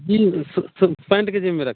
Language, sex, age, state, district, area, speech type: Hindi, male, 30-45, Bihar, Muzaffarpur, urban, conversation